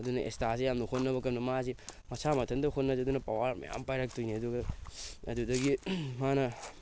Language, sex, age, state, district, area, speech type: Manipuri, male, 18-30, Manipur, Thoubal, rural, spontaneous